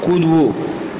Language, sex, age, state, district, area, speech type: Gujarati, male, 60+, Gujarat, Aravalli, urban, read